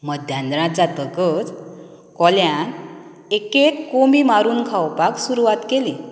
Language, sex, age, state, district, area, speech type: Goan Konkani, female, 30-45, Goa, Canacona, rural, spontaneous